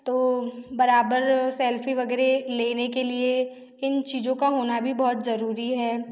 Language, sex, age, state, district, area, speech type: Hindi, female, 30-45, Madhya Pradesh, Betul, rural, spontaneous